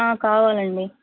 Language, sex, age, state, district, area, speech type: Telugu, female, 18-30, Telangana, Komaram Bheem, rural, conversation